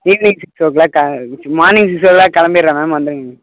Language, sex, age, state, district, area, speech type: Tamil, male, 30-45, Tamil Nadu, Tiruvarur, rural, conversation